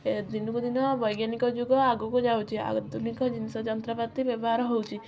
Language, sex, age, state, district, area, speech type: Odia, female, 18-30, Odisha, Kendujhar, urban, spontaneous